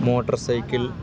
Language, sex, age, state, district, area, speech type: Telugu, male, 18-30, Andhra Pradesh, Sri Satya Sai, rural, spontaneous